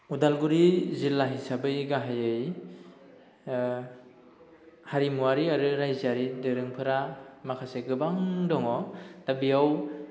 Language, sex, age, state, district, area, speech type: Bodo, male, 18-30, Assam, Udalguri, rural, spontaneous